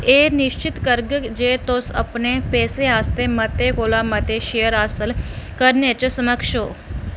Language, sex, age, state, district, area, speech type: Dogri, male, 30-45, Jammu and Kashmir, Reasi, rural, read